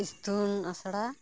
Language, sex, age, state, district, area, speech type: Santali, female, 45-60, West Bengal, Bankura, rural, spontaneous